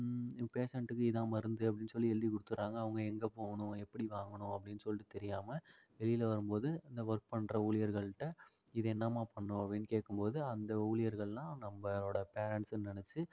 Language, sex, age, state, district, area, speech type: Tamil, male, 45-60, Tamil Nadu, Ariyalur, rural, spontaneous